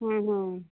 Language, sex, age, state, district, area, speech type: Punjabi, female, 30-45, Punjab, Fazilka, urban, conversation